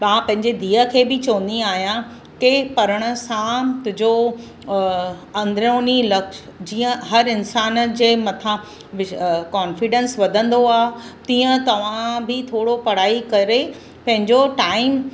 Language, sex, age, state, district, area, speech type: Sindhi, female, 45-60, Maharashtra, Mumbai City, urban, spontaneous